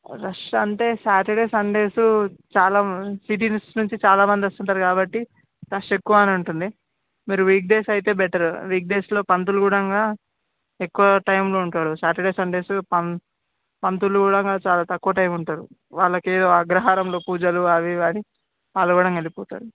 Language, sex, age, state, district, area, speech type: Telugu, male, 18-30, Telangana, Vikarabad, urban, conversation